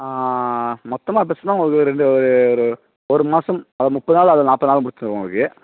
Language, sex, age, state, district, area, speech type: Tamil, male, 30-45, Tamil Nadu, Theni, rural, conversation